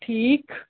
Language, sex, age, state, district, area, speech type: Kashmiri, female, 18-30, Jammu and Kashmir, Srinagar, urban, conversation